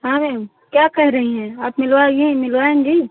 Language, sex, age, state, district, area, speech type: Hindi, female, 45-60, Uttar Pradesh, Ayodhya, rural, conversation